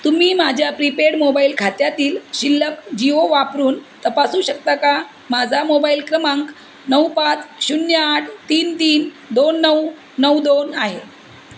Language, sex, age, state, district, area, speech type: Marathi, female, 45-60, Maharashtra, Jalna, urban, read